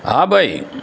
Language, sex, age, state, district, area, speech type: Gujarati, male, 60+, Gujarat, Aravalli, urban, spontaneous